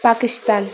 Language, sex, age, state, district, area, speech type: Nepali, female, 30-45, West Bengal, Darjeeling, rural, spontaneous